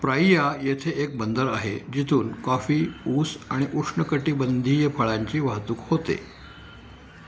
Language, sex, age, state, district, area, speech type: Marathi, male, 60+, Maharashtra, Nashik, urban, read